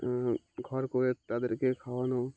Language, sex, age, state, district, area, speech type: Bengali, male, 18-30, West Bengal, Uttar Dinajpur, urban, spontaneous